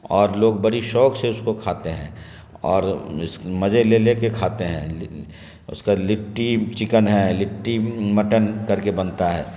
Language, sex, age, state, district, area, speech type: Urdu, male, 30-45, Bihar, Khagaria, rural, spontaneous